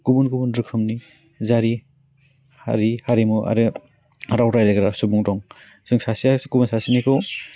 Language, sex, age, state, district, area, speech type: Bodo, male, 18-30, Assam, Udalguri, rural, spontaneous